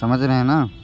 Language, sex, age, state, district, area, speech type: Hindi, male, 18-30, Uttar Pradesh, Mirzapur, rural, spontaneous